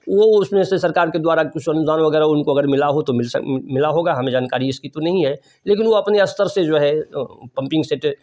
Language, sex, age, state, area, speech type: Hindi, male, 60+, Bihar, urban, spontaneous